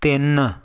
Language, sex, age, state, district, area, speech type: Punjabi, male, 30-45, Punjab, Tarn Taran, rural, read